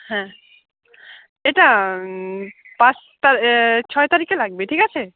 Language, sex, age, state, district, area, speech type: Bengali, female, 18-30, West Bengal, Jalpaiguri, rural, conversation